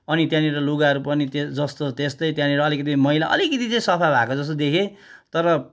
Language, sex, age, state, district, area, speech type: Nepali, male, 30-45, West Bengal, Kalimpong, rural, spontaneous